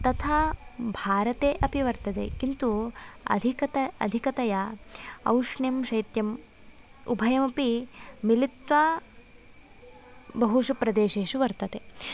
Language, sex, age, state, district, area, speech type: Sanskrit, female, 18-30, Karnataka, Davanagere, urban, spontaneous